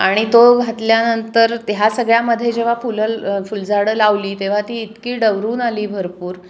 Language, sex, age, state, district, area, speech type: Marathi, female, 45-60, Maharashtra, Pune, urban, spontaneous